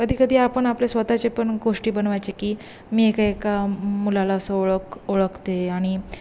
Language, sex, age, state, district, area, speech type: Marathi, female, 18-30, Maharashtra, Ratnagiri, rural, spontaneous